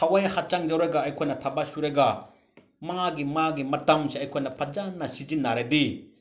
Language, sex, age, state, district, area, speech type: Manipuri, male, 45-60, Manipur, Senapati, rural, spontaneous